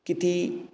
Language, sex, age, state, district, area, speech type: Marathi, male, 45-60, Maharashtra, Ahmednagar, urban, spontaneous